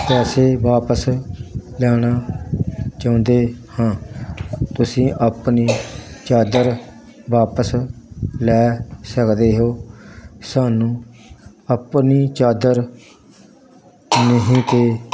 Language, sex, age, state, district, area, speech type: Punjabi, male, 45-60, Punjab, Pathankot, rural, spontaneous